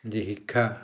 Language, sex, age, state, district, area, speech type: Assamese, male, 60+, Assam, Dhemaji, urban, spontaneous